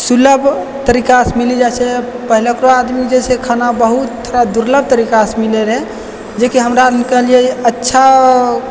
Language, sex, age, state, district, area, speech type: Maithili, male, 18-30, Bihar, Purnia, rural, spontaneous